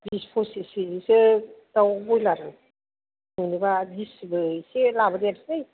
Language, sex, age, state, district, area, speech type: Bodo, female, 45-60, Assam, Kokrajhar, urban, conversation